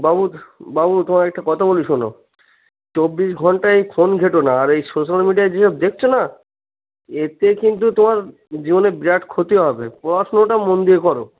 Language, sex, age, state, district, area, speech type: Bengali, male, 30-45, West Bengal, Cooch Behar, urban, conversation